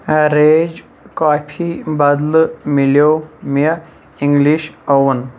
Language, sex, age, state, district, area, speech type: Kashmiri, male, 45-60, Jammu and Kashmir, Shopian, urban, read